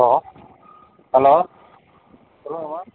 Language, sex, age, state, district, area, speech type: Tamil, male, 45-60, Tamil Nadu, Virudhunagar, rural, conversation